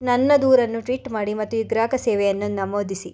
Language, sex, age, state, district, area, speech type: Kannada, female, 45-60, Karnataka, Tumkur, rural, read